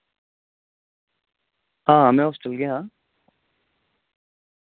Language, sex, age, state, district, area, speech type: Dogri, male, 18-30, Jammu and Kashmir, Jammu, urban, conversation